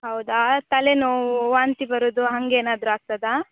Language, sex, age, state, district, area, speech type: Kannada, female, 18-30, Karnataka, Udupi, rural, conversation